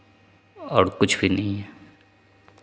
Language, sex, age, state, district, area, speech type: Hindi, male, 30-45, Bihar, Begusarai, rural, spontaneous